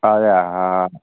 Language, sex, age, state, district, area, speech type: Malayalam, male, 60+, Kerala, Wayanad, rural, conversation